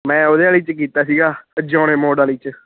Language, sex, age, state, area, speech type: Punjabi, male, 18-30, Punjab, urban, conversation